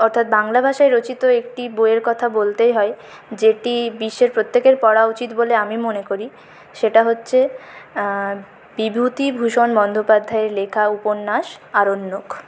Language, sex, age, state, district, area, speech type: Bengali, female, 30-45, West Bengal, Purulia, urban, spontaneous